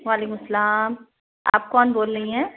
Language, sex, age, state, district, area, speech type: Urdu, female, 30-45, Bihar, Araria, rural, conversation